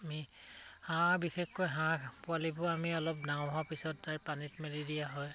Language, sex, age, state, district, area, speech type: Assamese, male, 45-60, Assam, Charaideo, rural, spontaneous